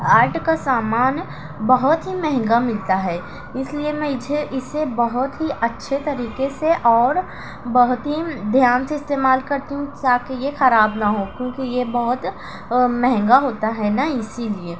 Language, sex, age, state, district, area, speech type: Urdu, female, 18-30, Maharashtra, Nashik, rural, spontaneous